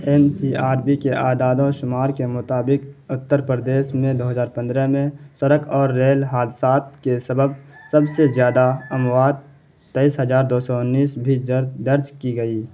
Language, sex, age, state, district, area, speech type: Urdu, male, 18-30, Bihar, Saharsa, rural, read